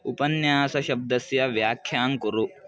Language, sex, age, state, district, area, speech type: Sanskrit, male, 18-30, Karnataka, Mandya, rural, read